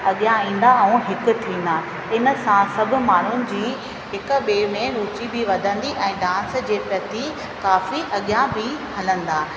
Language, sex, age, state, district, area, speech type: Sindhi, female, 30-45, Rajasthan, Ajmer, rural, spontaneous